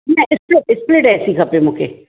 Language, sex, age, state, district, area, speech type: Sindhi, female, 45-60, Maharashtra, Thane, urban, conversation